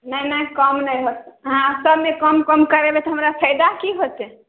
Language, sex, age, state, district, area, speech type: Maithili, female, 18-30, Bihar, Samastipur, urban, conversation